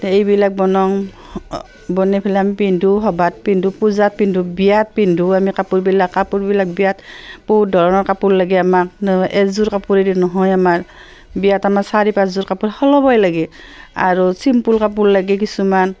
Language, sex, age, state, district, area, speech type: Assamese, female, 45-60, Assam, Barpeta, rural, spontaneous